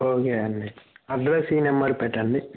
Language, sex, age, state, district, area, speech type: Telugu, female, 45-60, Andhra Pradesh, Kadapa, rural, conversation